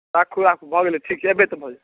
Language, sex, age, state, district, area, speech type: Maithili, male, 18-30, Bihar, Darbhanga, rural, conversation